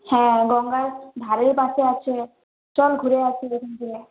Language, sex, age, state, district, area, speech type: Bengali, female, 18-30, West Bengal, Purulia, rural, conversation